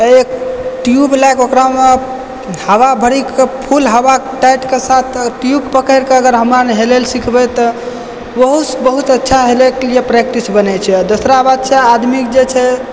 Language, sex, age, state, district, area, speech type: Maithili, male, 18-30, Bihar, Purnia, rural, spontaneous